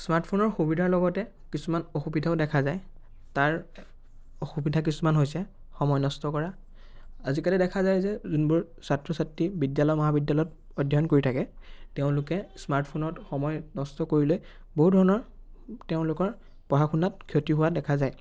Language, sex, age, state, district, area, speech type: Assamese, male, 18-30, Assam, Biswanath, rural, spontaneous